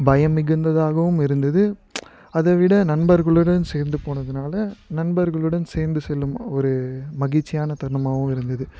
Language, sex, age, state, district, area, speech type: Tamil, male, 18-30, Tamil Nadu, Tiruvannamalai, urban, spontaneous